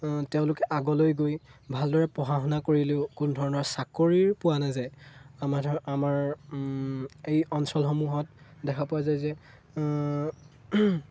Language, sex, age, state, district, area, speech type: Assamese, male, 18-30, Assam, Golaghat, rural, spontaneous